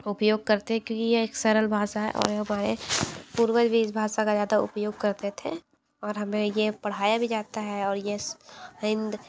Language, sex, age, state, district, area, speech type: Hindi, female, 18-30, Uttar Pradesh, Sonbhadra, rural, spontaneous